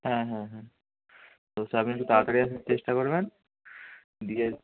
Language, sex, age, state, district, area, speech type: Bengali, male, 30-45, West Bengal, Bankura, urban, conversation